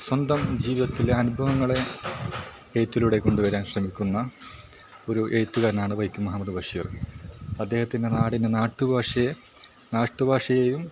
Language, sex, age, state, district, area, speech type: Malayalam, male, 18-30, Kerala, Kasaragod, rural, spontaneous